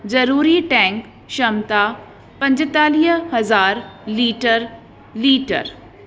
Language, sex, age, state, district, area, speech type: Sindhi, female, 30-45, Uttar Pradesh, Lucknow, urban, read